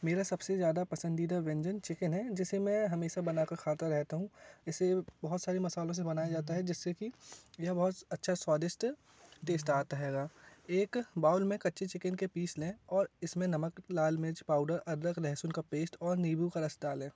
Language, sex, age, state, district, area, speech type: Hindi, male, 18-30, Madhya Pradesh, Jabalpur, urban, spontaneous